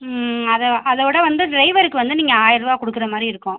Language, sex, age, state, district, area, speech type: Tamil, female, 30-45, Tamil Nadu, Pudukkottai, rural, conversation